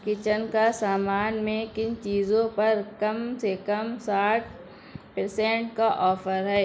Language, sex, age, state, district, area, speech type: Urdu, female, 30-45, Uttar Pradesh, Shahjahanpur, urban, read